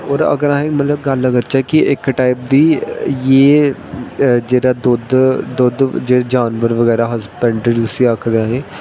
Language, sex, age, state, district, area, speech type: Dogri, male, 18-30, Jammu and Kashmir, Jammu, rural, spontaneous